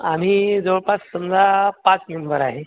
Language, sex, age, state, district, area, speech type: Marathi, male, 45-60, Maharashtra, Buldhana, urban, conversation